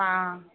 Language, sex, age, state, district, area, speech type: Tamil, female, 30-45, Tamil Nadu, Thanjavur, urban, conversation